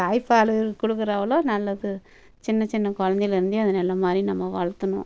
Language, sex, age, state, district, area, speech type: Tamil, female, 30-45, Tamil Nadu, Tirupattur, rural, spontaneous